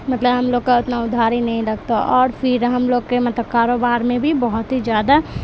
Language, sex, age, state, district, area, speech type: Urdu, female, 18-30, Bihar, Supaul, rural, spontaneous